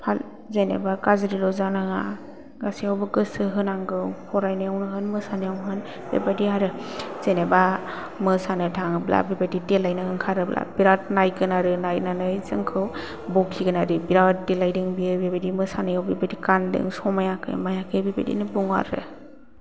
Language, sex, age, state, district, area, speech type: Bodo, female, 18-30, Assam, Chirang, rural, spontaneous